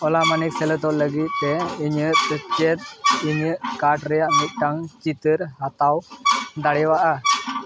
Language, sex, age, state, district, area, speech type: Santali, male, 18-30, West Bengal, Dakshin Dinajpur, rural, read